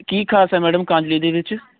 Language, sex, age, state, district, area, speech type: Punjabi, male, 30-45, Punjab, Kapurthala, rural, conversation